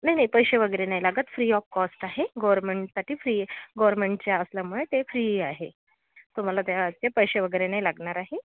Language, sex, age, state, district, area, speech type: Marathi, female, 30-45, Maharashtra, Yavatmal, rural, conversation